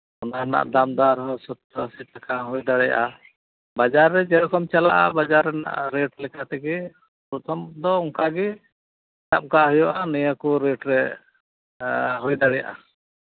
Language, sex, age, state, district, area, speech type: Santali, male, 60+, West Bengal, Malda, rural, conversation